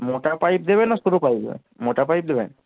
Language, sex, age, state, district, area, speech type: Bengali, male, 18-30, West Bengal, Darjeeling, rural, conversation